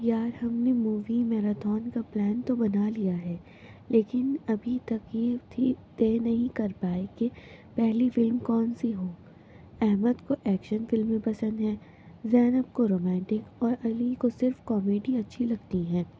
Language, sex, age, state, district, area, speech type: Urdu, female, 18-30, Delhi, North East Delhi, urban, spontaneous